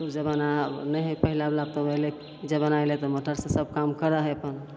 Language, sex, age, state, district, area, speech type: Maithili, female, 60+, Bihar, Begusarai, rural, spontaneous